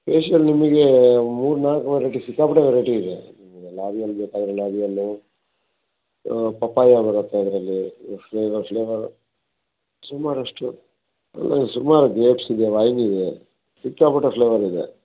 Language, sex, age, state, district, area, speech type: Kannada, male, 60+, Karnataka, Shimoga, rural, conversation